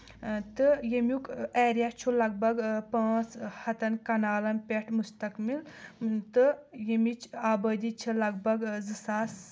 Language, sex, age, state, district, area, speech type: Kashmiri, female, 18-30, Jammu and Kashmir, Anantnag, urban, spontaneous